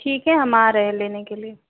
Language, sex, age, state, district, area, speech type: Hindi, female, 18-30, Uttar Pradesh, Ghazipur, rural, conversation